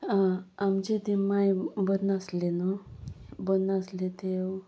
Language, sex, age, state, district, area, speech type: Goan Konkani, female, 30-45, Goa, Sanguem, rural, spontaneous